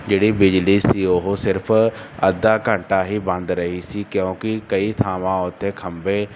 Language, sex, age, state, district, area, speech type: Punjabi, male, 30-45, Punjab, Barnala, rural, spontaneous